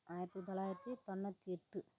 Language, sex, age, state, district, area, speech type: Tamil, female, 60+, Tamil Nadu, Tiruvannamalai, rural, spontaneous